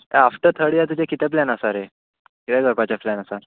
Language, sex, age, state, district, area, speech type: Goan Konkani, male, 18-30, Goa, Murmgao, urban, conversation